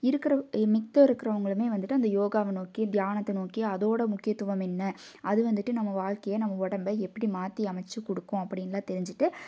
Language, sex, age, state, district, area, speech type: Tamil, female, 18-30, Tamil Nadu, Tiruppur, rural, spontaneous